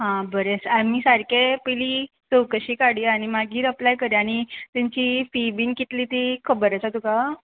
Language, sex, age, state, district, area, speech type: Goan Konkani, female, 18-30, Goa, Ponda, rural, conversation